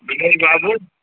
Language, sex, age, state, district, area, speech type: Maithili, male, 60+, Bihar, Saharsa, rural, conversation